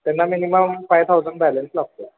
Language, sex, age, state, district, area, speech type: Marathi, male, 18-30, Maharashtra, Kolhapur, urban, conversation